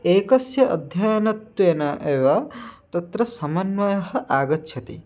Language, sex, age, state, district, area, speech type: Sanskrit, male, 18-30, Odisha, Puri, urban, spontaneous